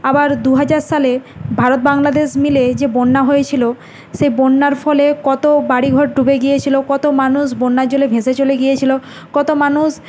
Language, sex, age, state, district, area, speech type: Bengali, female, 30-45, West Bengal, Nadia, urban, spontaneous